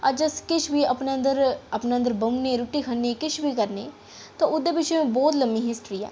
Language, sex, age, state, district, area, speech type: Dogri, female, 30-45, Jammu and Kashmir, Udhampur, urban, spontaneous